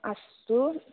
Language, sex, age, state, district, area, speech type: Sanskrit, female, 18-30, Kerala, Thrissur, rural, conversation